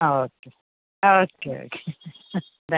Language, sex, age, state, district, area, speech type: Kannada, female, 45-60, Karnataka, Tumkur, rural, conversation